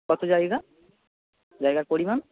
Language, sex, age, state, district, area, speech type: Bengali, male, 30-45, West Bengal, North 24 Parganas, urban, conversation